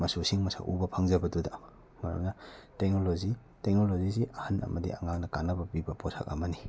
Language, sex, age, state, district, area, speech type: Manipuri, male, 30-45, Manipur, Kakching, rural, spontaneous